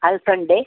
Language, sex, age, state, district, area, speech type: Kannada, female, 60+, Karnataka, Udupi, rural, conversation